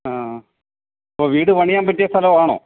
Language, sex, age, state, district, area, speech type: Malayalam, male, 45-60, Kerala, Alappuzha, rural, conversation